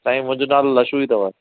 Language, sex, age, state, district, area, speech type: Sindhi, male, 30-45, Maharashtra, Thane, urban, conversation